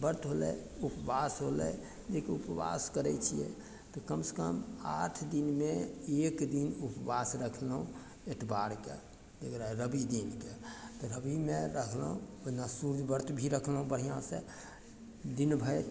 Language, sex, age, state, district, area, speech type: Maithili, male, 60+, Bihar, Begusarai, rural, spontaneous